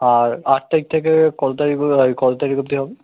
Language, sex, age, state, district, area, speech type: Bengali, male, 18-30, West Bengal, Kolkata, urban, conversation